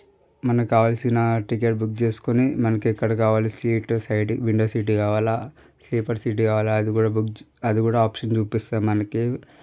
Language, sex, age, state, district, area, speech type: Telugu, male, 18-30, Telangana, Medchal, urban, spontaneous